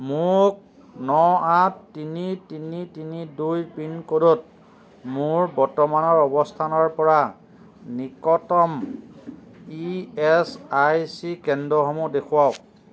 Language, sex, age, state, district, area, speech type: Assamese, male, 45-60, Assam, Lakhimpur, rural, read